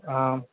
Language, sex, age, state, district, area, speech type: Sanskrit, male, 18-30, Kerala, Thiruvananthapuram, urban, conversation